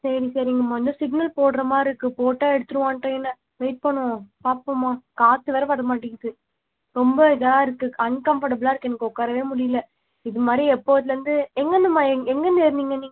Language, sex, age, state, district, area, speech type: Tamil, female, 30-45, Tamil Nadu, Ariyalur, rural, conversation